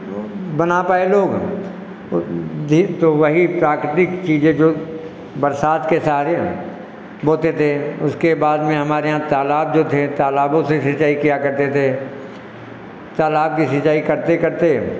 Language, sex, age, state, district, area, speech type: Hindi, male, 60+, Uttar Pradesh, Lucknow, rural, spontaneous